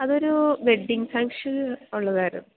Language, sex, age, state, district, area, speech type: Malayalam, female, 18-30, Kerala, Idukki, rural, conversation